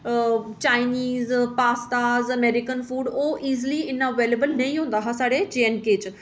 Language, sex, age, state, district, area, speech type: Dogri, female, 30-45, Jammu and Kashmir, Reasi, urban, spontaneous